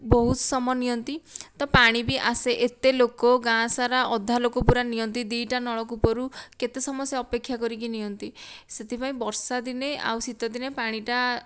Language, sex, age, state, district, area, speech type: Odia, female, 18-30, Odisha, Dhenkanal, rural, spontaneous